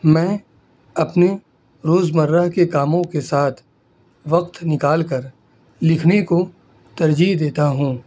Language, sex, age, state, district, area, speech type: Urdu, male, 18-30, Delhi, North East Delhi, rural, spontaneous